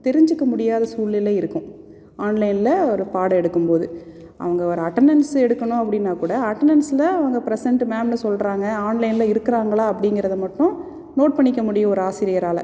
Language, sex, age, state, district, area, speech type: Tamil, female, 30-45, Tamil Nadu, Salem, urban, spontaneous